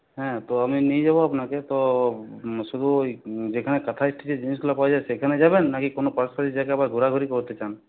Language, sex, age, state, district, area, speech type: Bengali, male, 30-45, West Bengal, Purulia, urban, conversation